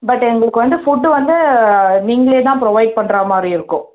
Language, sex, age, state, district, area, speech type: Tamil, female, 30-45, Tamil Nadu, Chennai, urban, conversation